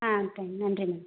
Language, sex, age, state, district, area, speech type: Tamil, female, 30-45, Tamil Nadu, Pudukkottai, rural, conversation